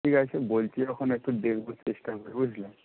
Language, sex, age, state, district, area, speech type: Bengali, male, 18-30, West Bengal, Paschim Medinipur, rural, conversation